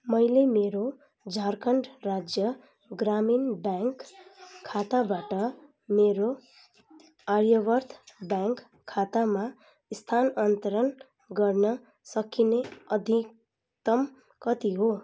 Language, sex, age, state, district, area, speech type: Nepali, female, 30-45, West Bengal, Kalimpong, rural, read